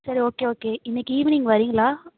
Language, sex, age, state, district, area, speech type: Tamil, female, 18-30, Tamil Nadu, Mayiladuthurai, urban, conversation